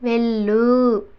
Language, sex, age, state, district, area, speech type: Telugu, male, 45-60, Andhra Pradesh, West Godavari, rural, read